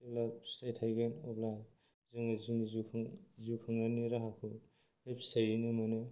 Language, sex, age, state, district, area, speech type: Bodo, male, 45-60, Assam, Kokrajhar, rural, spontaneous